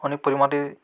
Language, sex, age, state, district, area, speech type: Odia, male, 18-30, Odisha, Balangir, urban, spontaneous